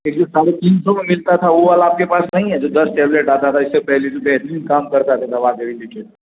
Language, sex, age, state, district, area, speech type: Hindi, male, 45-60, Bihar, Darbhanga, rural, conversation